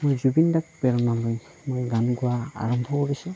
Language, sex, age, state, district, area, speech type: Assamese, male, 30-45, Assam, Darrang, rural, spontaneous